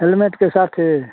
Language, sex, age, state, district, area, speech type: Maithili, male, 60+, Bihar, Madhepura, rural, conversation